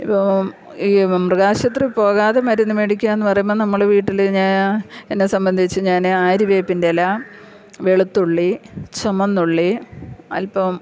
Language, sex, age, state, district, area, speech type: Malayalam, female, 45-60, Kerala, Thiruvananthapuram, urban, spontaneous